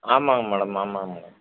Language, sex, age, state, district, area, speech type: Tamil, male, 30-45, Tamil Nadu, Madurai, urban, conversation